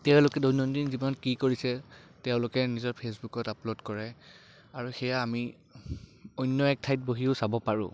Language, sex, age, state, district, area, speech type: Assamese, male, 18-30, Assam, Biswanath, rural, spontaneous